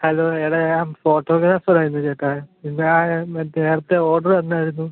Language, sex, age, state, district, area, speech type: Malayalam, male, 18-30, Kerala, Alappuzha, rural, conversation